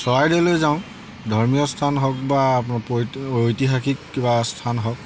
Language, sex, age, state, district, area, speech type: Assamese, male, 45-60, Assam, Charaideo, rural, spontaneous